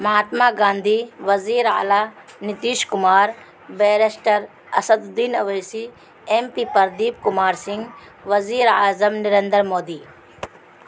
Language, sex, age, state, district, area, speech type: Urdu, female, 45-60, Bihar, Araria, rural, spontaneous